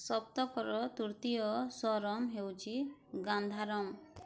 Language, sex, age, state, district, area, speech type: Odia, female, 30-45, Odisha, Bargarh, rural, read